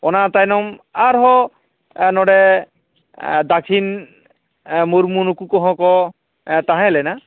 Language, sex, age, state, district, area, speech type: Santali, male, 30-45, West Bengal, Jhargram, rural, conversation